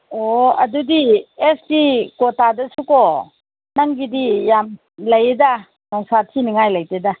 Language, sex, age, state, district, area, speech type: Manipuri, female, 60+, Manipur, Senapati, rural, conversation